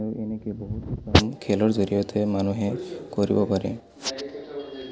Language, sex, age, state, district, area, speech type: Assamese, male, 18-30, Assam, Barpeta, rural, spontaneous